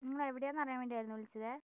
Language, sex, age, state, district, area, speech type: Malayalam, female, 18-30, Kerala, Wayanad, rural, spontaneous